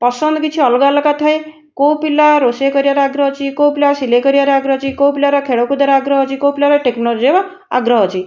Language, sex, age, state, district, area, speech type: Odia, female, 60+, Odisha, Nayagarh, rural, spontaneous